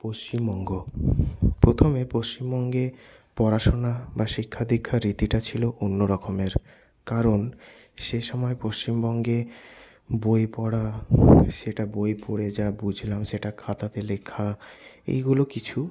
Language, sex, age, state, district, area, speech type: Bengali, male, 60+, West Bengal, Paschim Bardhaman, urban, spontaneous